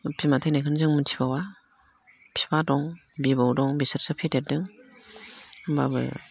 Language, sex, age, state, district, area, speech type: Bodo, female, 60+, Assam, Udalguri, rural, spontaneous